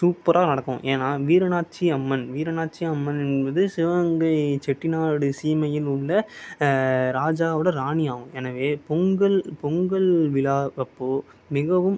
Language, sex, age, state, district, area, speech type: Tamil, male, 18-30, Tamil Nadu, Sivaganga, rural, spontaneous